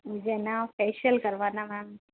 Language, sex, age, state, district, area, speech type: Hindi, female, 30-45, Rajasthan, Jodhpur, urban, conversation